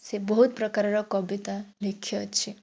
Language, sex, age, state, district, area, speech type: Odia, female, 18-30, Odisha, Jajpur, rural, spontaneous